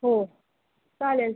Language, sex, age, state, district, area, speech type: Marathi, female, 18-30, Maharashtra, Mumbai Suburban, urban, conversation